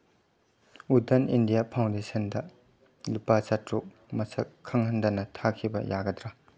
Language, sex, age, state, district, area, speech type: Manipuri, male, 18-30, Manipur, Chandel, rural, read